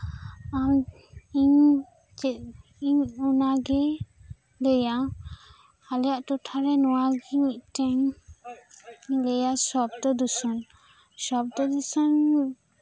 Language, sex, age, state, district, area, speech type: Santali, female, 18-30, West Bengal, Purba Bardhaman, rural, spontaneous